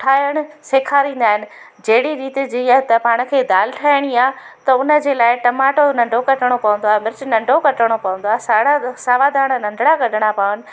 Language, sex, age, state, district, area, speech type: Sindhi, female, 45-60, Gujarat, Junagadh, urban, spontaneous